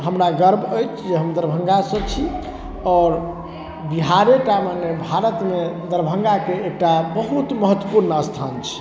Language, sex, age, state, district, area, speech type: Maithili, male, 30-45, Bihar, Darbhanga, urban, spontaneous